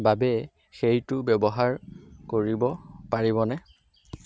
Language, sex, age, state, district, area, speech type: Assamese, male, 18-30, Assam, Golaghat, urban, read